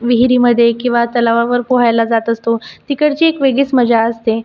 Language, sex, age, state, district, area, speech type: Marathi, female, 30-45, Maharashtra, Buldhana, rural, spontaneous